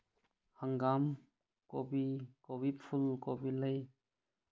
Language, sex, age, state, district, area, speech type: Manipuri, male, 30-45, Manipur, Thoubal, rural, spontaneous